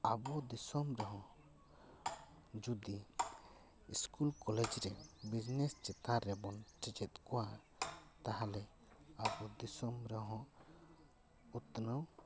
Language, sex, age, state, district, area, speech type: Santali, male, 30-45, West Bengal, Paschim Bardhaman, urban, spontaneous